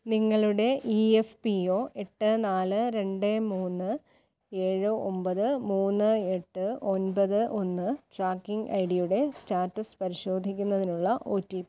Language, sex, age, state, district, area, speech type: Malayalam, female, 30-45, Kerala, Kottayam, rural, read